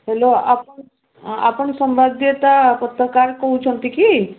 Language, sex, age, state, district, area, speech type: Odia, female, 60+, Odisha, Gajapati, rural, conversation